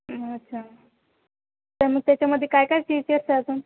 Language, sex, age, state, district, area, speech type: Marathi, female, 18-30, Maharashtra, Aurangabad, rural, conversation